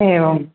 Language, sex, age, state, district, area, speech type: Sanskrit, female, 18-30, Kerala, Thrissur, urban, conversation